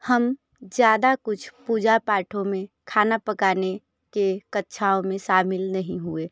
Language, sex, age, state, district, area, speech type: Hindi, other, 30-45, Uttar Pradesh, Sonbhadra, rural, spontaneous